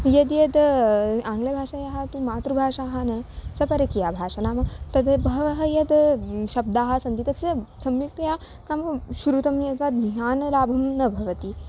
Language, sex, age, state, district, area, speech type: Sanskrit, female, 18-30, Maharashtra, Wardha, urban, spontaneous